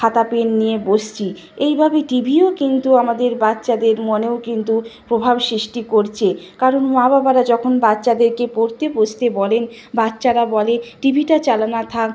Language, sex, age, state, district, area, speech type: Bengali, female, 30-45, West Bengal, Nadia, rural, spontaneous